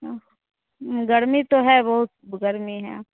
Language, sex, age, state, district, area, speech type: Hindi, female, 30-45, Bihar, Begusarai, rural, conversation